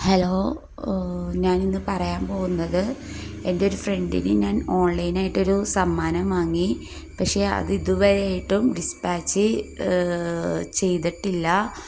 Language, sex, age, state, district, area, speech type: Malayalam, female, 30-45, Kerala, Kozhikode, rural, spontaneous